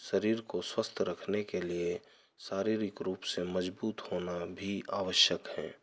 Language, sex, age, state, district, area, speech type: Hindi, male, 30-45, Madhya Pradesh, Ujjain, rural, spontaneous